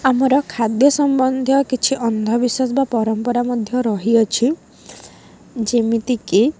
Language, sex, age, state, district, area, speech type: Odia, female, 18-30, Odisha, Rayagada, rural, spontaneous